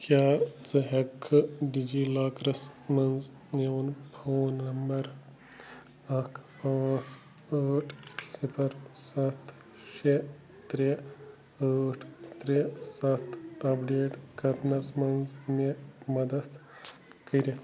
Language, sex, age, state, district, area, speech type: Kashmiri, male, 30-45, Jammu and Kashmir, Bandipora, rural, read